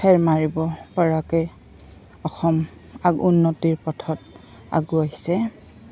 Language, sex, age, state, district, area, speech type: Assamese, female, 45-60, Assam, Goalpara, urban, spontaneous